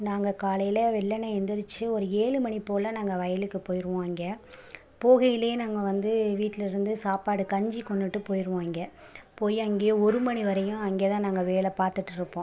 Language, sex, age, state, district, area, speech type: Tamil, female, 30-45, Tamil Nadu, Pudukkottai, rural, spontaneous